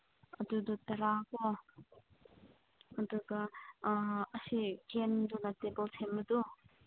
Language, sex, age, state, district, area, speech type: Manipuri, female, 18-30, Manipur, Senapati, urban, conversation